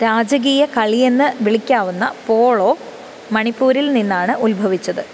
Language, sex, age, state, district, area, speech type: Malayalam, female, 18-30, Kerala, Pathanamthitta, rural, read